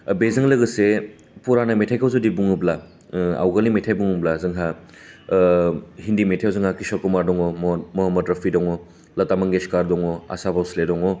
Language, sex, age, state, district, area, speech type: Bodo, male, 30-45, Assam, Baksa, urban, spontaneous